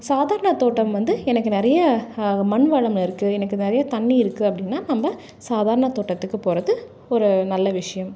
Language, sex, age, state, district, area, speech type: Tamil, female, 30-45, Tamil Nadu, Salem, urban, spontaneous